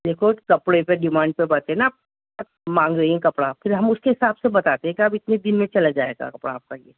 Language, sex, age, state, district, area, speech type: Urdu, female, 60+, Delhi, North East Delhi, urban, conversation